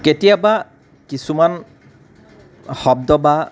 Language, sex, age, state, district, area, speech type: Assamese, male, 30-45, Assam, Lakhimpur, rural, spontaneous